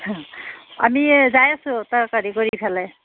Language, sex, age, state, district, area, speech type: Assamese, female, 45-60, Assam, Nalbari, rural, conversation